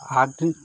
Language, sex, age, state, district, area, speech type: Assamese, male, 45-60, Assam, Charaideo, urban, spontaneous